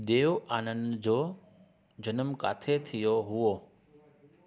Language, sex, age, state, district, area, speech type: Sindhi, male, 30-45, Gujarat, Junagadh, urban, read